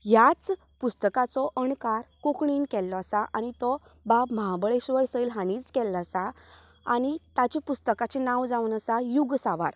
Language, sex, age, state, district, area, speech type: Goan Konkani, female, 30-45, Goa, Canacona, rural, spontaneous